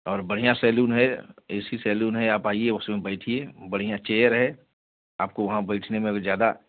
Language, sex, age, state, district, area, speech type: Hindi, male, 45-60, Uttar Pradesh, Bhadohi, urban, conversation